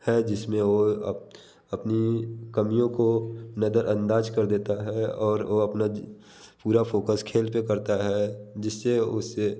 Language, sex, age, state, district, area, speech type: Hindi, male, 30-45, Uttar Pradesh, Bhadohi, rural, spontaneous